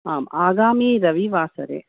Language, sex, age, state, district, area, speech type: Sanskrit, female, 45-60, Karnataka, Dakshina Kannada, urban, conversation